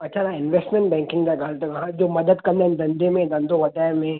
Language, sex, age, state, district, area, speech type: Sindhi, male, 18-30, Maharashtra, Thane, urban, conversation